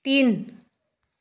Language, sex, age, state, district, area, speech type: Nepali, female, 30-45, West Bengal, Jalpaiguri, rural, read